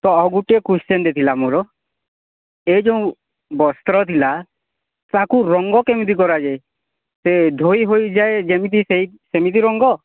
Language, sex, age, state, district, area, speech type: Odia, male, 45-60, Odisha, Nuapada, urban, conversation